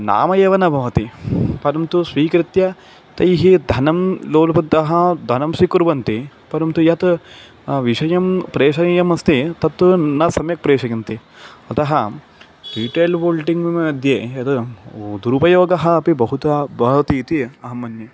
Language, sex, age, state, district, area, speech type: Sanskrit, male, 30-45, Telangana, Hyderabad, urban, spontaneous